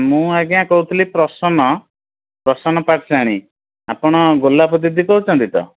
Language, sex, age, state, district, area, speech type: Odia, male, 60+, Odisha, Bhadrak, rural, conversation